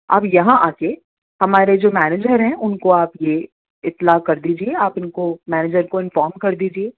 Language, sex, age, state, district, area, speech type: Urdu, female, 18-30, Uttar Pradesh, Ghaziabad, urban, conversation